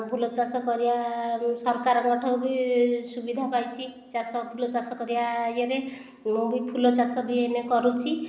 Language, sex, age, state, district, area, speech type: Odia, female, 45-60, Odisha, Khordha, rural, spontaneous